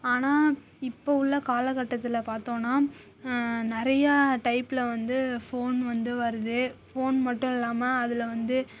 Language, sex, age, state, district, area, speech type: Tamil, female, 45-60, Tamil Nadu, Tiruvarur, rural, spontaneous